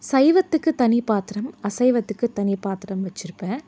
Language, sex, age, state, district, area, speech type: Tamil, female, 30-45, Tamil Nadu, Salem, urban, spontaneous